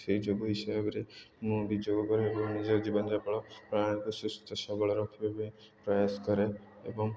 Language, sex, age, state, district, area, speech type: Odia, male, 18-30, Odisha, Ganjam, urban, spontaneous